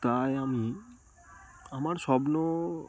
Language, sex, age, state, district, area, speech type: Bengali, male, 18-30, West Bengal, Darjeeling, urban, spontaneous